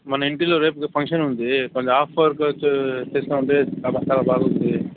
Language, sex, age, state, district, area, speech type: Telugu, male, 30-45, Andhra Pradesh, Sri Balaji, rural, conversation